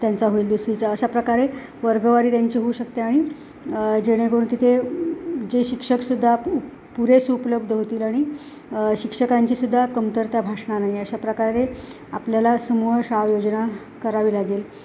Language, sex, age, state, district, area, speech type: Marathi, female, 45-60, Maharashtra, Ratnagiri, rural, spontaneous